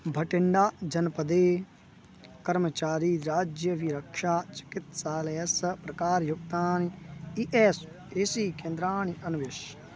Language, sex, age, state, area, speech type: Sanskrit, male, 18-30, Uttar Pradesh, urban, read